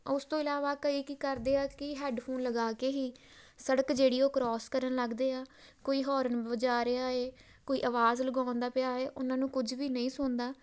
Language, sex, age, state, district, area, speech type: Punjabi, female, 18-30, Punjab, Tarn Taran, rural, spontaneous